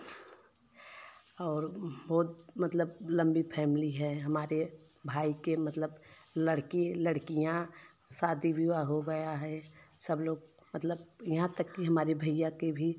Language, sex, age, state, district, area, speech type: Hindi, female, 30-45, Uttar Pradesh, Jaunpur, urban, spontaneous